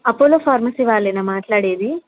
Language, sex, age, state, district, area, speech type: Telugu, female, 18-30, Andhra Pradesh, Nellore, rural, conversation